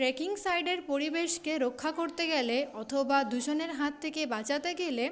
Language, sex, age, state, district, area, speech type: Bengali, female, 30-45, West Bengal, Paschim Bardhaman, urban, spontaneous